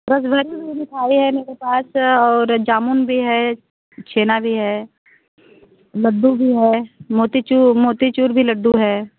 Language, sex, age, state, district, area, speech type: Hindi, female, 30-45, Uttar Pradesh, Varanasi, rural, conversation